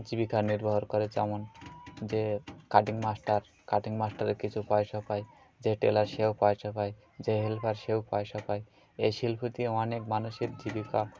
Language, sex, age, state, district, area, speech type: Bengali, male, 30-45, West Bengal, Birbhum, urban, spontaneous